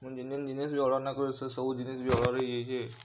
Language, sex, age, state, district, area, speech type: Odia, male, 18-30, Odisha, Bargarh, urban, spontaneous